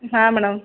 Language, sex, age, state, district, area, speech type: Kannada, female, 30-45, Karnataka, Gulbarga, urban, conversation